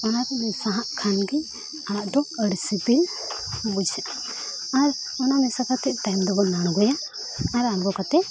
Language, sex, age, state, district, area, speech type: Santali, female, 18-30, Jharkhand, Seraikela Kharsawan, rural, spontaneous